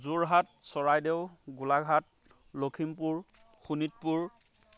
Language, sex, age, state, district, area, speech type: Assamese, male, 30-45, Assam, Golaghat, rural, spontaneous